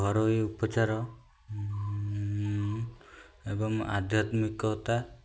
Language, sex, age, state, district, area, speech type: Odia, male, 18-30, Odisha, Ganjam, urban, spontaneous